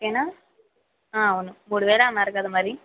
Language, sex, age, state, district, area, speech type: Telugu, female, 30-45, Andhra Pradesh, East Godavari, rural, conversation